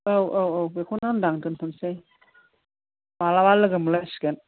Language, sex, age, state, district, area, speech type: Bodo, female, 60+, Assam, Kokrajhar, urban, conversation